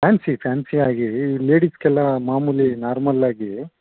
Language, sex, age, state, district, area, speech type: Kannada, male, 30-45, Karnataka, Bangalore Urban, urban, conversation